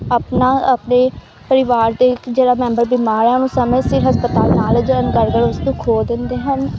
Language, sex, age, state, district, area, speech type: Punjabi, female, 18-30, Punjab, Amritsar, urban, spontaneous